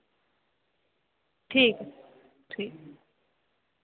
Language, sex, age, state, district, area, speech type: Dogri, female, 18-30, Jammu and Kashmir, Kathua, rural, conversation